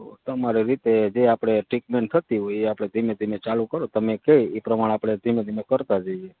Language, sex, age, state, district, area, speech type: Gujarati, male, 30-45, Gujarat, Morbi, rural, conversation